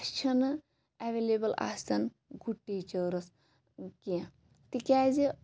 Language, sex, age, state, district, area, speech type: Kashmiri, female, 18-30, Jammu and Kashmir, Shopian, rural, spontaneous